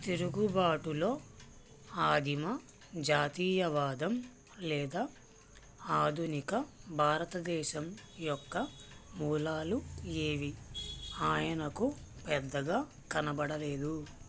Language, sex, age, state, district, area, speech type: Telugu, male, 18-30, Andhra Pradesh, Krishna, rural, read